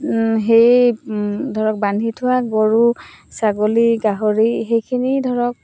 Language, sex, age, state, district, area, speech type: Assamese, female, 30-45, Assam, Charaideo, rural, spontaneous